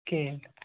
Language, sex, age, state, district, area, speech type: Kashmiri, male, 18-30, Jammu and Kashmir, Srinagar, urban, conversation